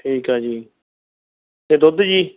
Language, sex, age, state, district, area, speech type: Punjabi, male, 30-45, Punjab, Mansa, urban, conversation